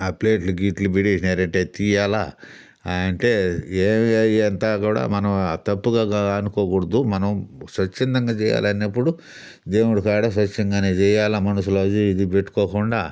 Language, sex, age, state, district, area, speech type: Telugu, male, 60+, Andhra Pradesh, Sri Balaji, urban, spontaneous